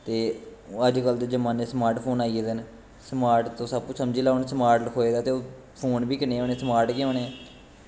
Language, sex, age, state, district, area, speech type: Dogri, male, 18-30, Jammu and Kashmir, Kathua, rural, spontaneous